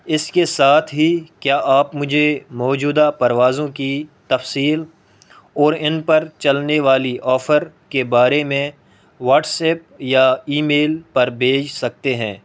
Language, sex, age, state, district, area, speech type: Urdu, male, 18-30, Delhi, North East Delhi, rural, spontaneous